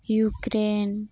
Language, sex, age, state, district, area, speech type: Santali, female, 18-30, West Bengal, Birbhum, rural, spontaneous